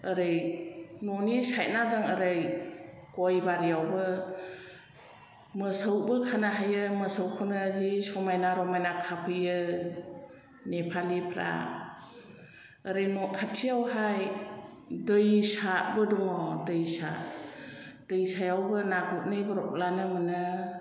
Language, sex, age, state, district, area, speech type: Bodo, female, 60+, Assam, Chirang, rural, spontaneous